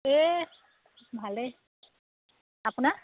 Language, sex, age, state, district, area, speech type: Assamese, female, 45-60, Assam, Charaideo, urban, conversation